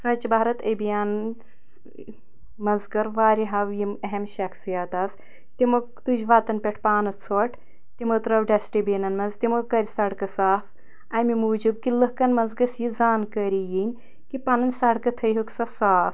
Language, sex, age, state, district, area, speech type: Kashmiri, female, 30-45, Jammu and Kashmir, Anantnag, rural, spontaneous